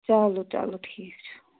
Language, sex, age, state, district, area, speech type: Kashmiri, male, 18-30, Jammu and Kashmir, Budgam, rural, conversation